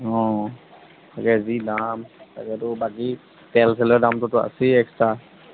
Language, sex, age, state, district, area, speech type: Assamese, male, 45-60, Assam, Darrang, rural, conversation